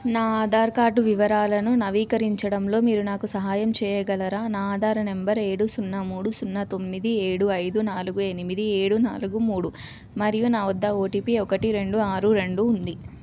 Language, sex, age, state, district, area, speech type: Telugu, female, 18-30, Telangana, Suryapet, urban, read